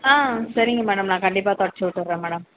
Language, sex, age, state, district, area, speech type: Tamil, female, 30-45, Tamil Nadu, Tiruvallur, urban, conversation